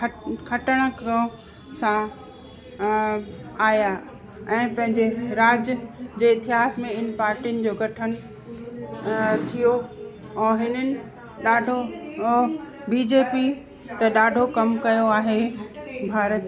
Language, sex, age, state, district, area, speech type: Sindhi, female, 45-60, Uttar Pradesh, Lucknow, urban, spontaneous